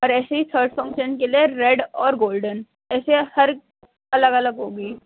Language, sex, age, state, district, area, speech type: Urdu, female, 18-30, Delhi, Central Delhi, urban, conversation